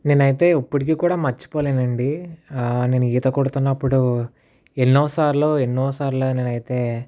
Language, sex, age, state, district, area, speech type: Telugu, male, 18-30, Andhra Pradesh, Kakinada, urban, spontaneous